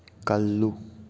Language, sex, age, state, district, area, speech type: Manipuri, male, 18-30, Manipur, Thoubal, rural, read